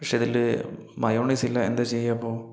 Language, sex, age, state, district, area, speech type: Malayalam, male, 30-45, Kerala, Palakkad, urban, spontaneous